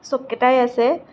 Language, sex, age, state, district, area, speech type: Assamese, female, 30-45, Assam, Kamrup Metropolitan, urban, spontaneous